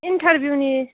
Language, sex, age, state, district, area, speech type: Bodo, female, 30-45, Assam, Chirang, urban, conversation